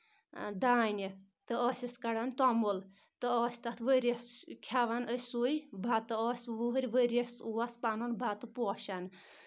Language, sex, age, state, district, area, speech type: Kashmiri, female, 18-30, Jammu and Kashmir, Anantnag, rural, spontaneous